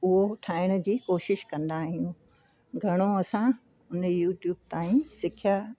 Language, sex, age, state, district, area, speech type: Sindhi, female, 60+, Uttar Pradesh, Lucknow, urban, spontaneous